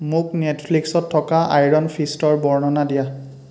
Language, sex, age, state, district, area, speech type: Assamese, male, 30-45, Assam, Biswanath, rural, read